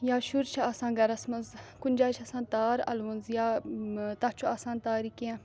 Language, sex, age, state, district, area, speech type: Kashmiri, female, 18-30, Jammu and Kashmir, Srinagar, urban, spontaneous